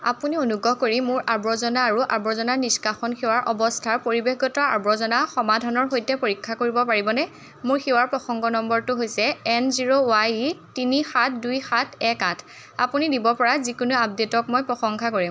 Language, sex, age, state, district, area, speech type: Assamese, female, 18-30, Assam, Majuli, urban, read